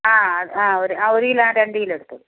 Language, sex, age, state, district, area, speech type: Malayalam, female, 45-60, Kerala, Wayanad, rural, conversation